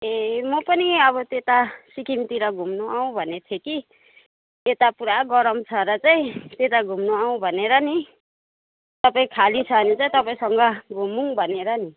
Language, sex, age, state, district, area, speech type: Nepali, female, 30-45, West Bengal, Kalimpong, rural, conversation